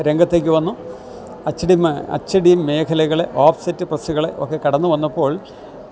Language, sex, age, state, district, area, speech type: Malayalam, male, 60+, Kerala, Kottayam, rural, spontaneous